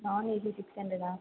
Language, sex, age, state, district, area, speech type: Tamil, female, 18-30, Tamil Nadu, Viluppuram, rural, conversation